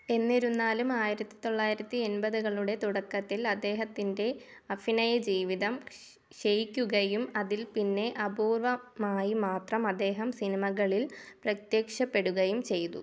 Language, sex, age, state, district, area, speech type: Malayalam, female, 18-30, Kerala, Thiruvananthapuram, rural, read